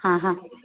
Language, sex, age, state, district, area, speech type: Gujarati, female, 30-45, Gujarat, Rajkot, rural, conversation